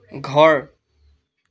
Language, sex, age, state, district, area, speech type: Assamese, male, 18-30, Assam, Charaideo, urban, read